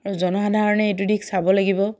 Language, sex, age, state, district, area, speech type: Assamese, female, 30-45, Assam, Dhemaji, rural, spontaneous